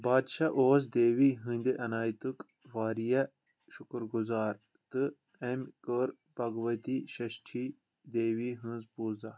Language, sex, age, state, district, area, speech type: Kashmiri, male, 18-30, Jammu and Kashmir, Kulgam, rural, read